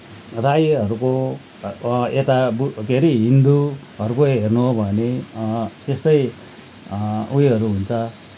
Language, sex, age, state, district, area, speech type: Nepali, male, 45-60, West Bengal, Kalimpong, rural, spontaneous